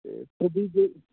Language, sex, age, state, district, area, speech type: Punjabi, male, 30-45, Punjab, Kapurthala, urban, conversation